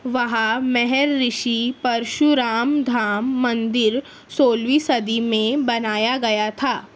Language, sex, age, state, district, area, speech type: Urdu, female, 30-45, Maharashtra, Nashik, rural, read